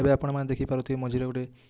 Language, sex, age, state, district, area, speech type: Odia, male, 18-30, Odisha, Kalahandi, rural, spontaneous